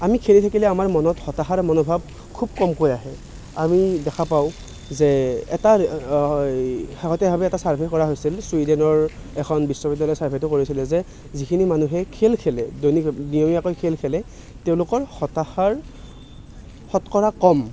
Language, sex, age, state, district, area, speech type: Assamese, male, 18-30, Assam, Nalbari, rural, spontaneous